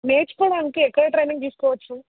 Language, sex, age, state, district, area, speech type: Telugu, female, 18-30, Telangana, Hyderabad, urban, conversation